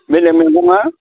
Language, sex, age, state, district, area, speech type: Bodo, male, 60+, Assam, Udalguri, rural, conversation